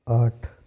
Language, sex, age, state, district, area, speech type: Hindi, male, 18-30, Rajasthan, Jaipur, urban, read